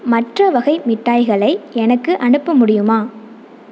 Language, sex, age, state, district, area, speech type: Tamil, female, 18-30, Tamil Nadu, Mayiladuthurai, urban, read